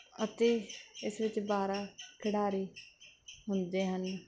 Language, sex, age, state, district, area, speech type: Punjabi, female, 18-30, Punjab, Mansa, rural, spontaneous